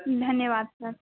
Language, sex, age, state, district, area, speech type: Maithili, female, 18-30, Bihar, Madhubani, urban, conversation